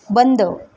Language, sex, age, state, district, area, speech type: Marathi, female, 30-45, Maharashtra, Mumbai Suburban, urban, read